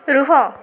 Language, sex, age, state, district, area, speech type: Odia, female, 18-30, Odisha, Malkangiri, urban, read